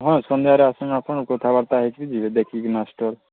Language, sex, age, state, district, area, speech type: Odia, male, 18-30, Odisha, Subarnapur, urban, conversation